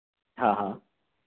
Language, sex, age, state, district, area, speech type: Hindi, male, 30-45, Madhya Pradesh, Hoshangabad, rural, conversation